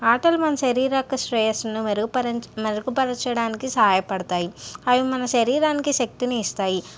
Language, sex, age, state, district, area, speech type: Telugu, female, 60+, Andhra Pradesh, N T Rama Rao, urban, spontaneous